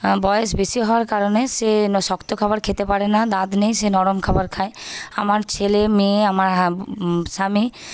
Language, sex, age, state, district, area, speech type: Bengali, female, 18-30, West Bengal, Paschim Medinipur, urban, spontaneous